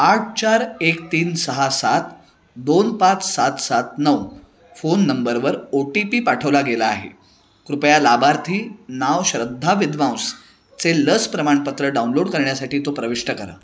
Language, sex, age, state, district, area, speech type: Marathi, male, 30-45, Maharashtra, Sangli, urban, read